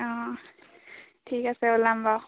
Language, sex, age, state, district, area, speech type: Assamese, female, 18-30, Assam, Lakhimpur, rural, conversation